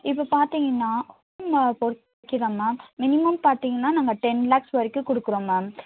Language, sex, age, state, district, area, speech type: Tamil, female, 30-45, Tamil Nadu, Chennai, urban, conversation